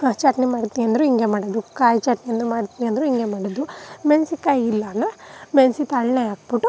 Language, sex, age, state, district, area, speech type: Kannada, female, 18-30, Karnataka, Chamarajanagar, rural, spontaneous